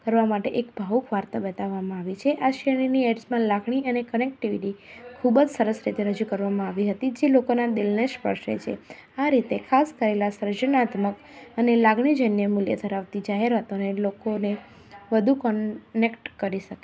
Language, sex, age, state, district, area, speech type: Gujarati, female, 30-45, Gujarat, Kheda, rural, spontaneous